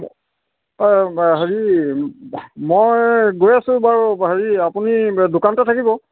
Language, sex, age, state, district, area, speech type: Assamese, male, 45-60, Assam, Sivasagar, rural, conversation